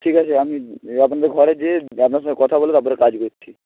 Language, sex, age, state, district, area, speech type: Bengali, male, 18-30, West Bengal, Jalpaiguri, rural, conversation